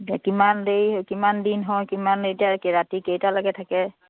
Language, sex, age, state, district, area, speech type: Assamese, female, 30-45, Assam, Charaideo, rural, conversation